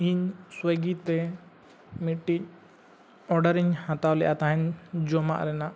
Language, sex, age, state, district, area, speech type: Santali, male, 18-30, Jharkhand, East Singhbhum, rural, spontaneous